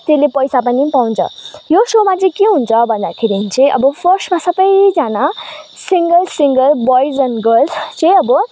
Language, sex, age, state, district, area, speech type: Nepali, female, 18-30, West Bengal, Kalimpong, rural, spontaneous